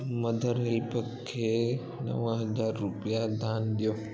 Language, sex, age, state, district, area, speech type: Sindhi, male, 18-30, Gujarat, Junagadh, urban, read